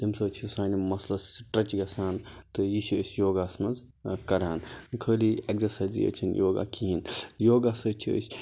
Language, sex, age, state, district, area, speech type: Kashmiri, male, 45-60, Jammu and Kashmir, Baramulla, rural, spontaneous